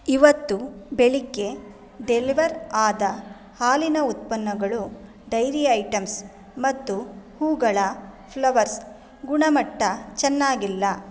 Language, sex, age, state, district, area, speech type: Kannada, female, 30-45, Karnataka, Mandya, rural, read